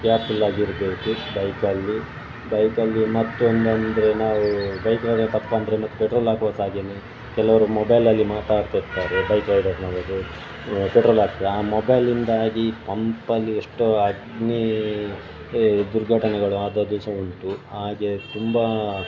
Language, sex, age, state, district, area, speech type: Kannada, male, 30-45, Karnataka, Dakshina Kannada, rural, spontaneous